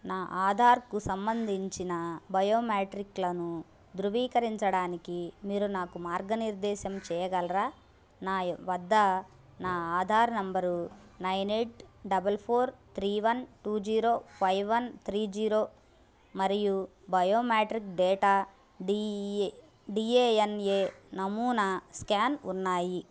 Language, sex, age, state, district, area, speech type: Telugu, female, 18-30, Andhra Pradesh, Bapatla, urban, read